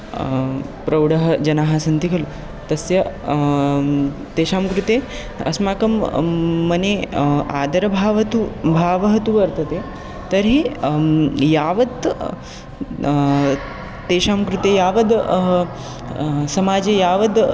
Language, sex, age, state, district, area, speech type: Sanskrit, male, 18-30, Maharashtra, Chandrapur, rural, spontaneous